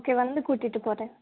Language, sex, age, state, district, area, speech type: Tamil, female, 18-30, Tamil Nadu, Krishnagiri, rural, conversation